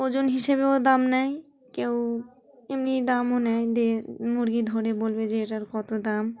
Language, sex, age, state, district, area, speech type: Bengali, female, 30-45, West Bengal, Dakshin Dinajpur, urban, spontaneous